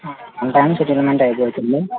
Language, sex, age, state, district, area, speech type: Telugu, male, 18-30, Telangana, Mancherial, urban, conversation